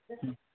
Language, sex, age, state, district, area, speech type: Punjabi, male, 18-30, Punjab, Fazilka, rural, conversation